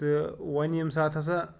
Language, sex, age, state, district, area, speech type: Kashmiri, male, 30-45, Jammu and Kashmir, Pulwama, rural, spontaneous